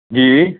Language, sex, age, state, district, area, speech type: Punjabi, male, 45-60, Punjab, Fatehgarh Sahib, rural, conversation